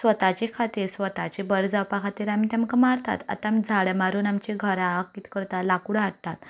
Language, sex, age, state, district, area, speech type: Goan Konkani, female, 18-30, Goa, Canacona, rural, spontaneous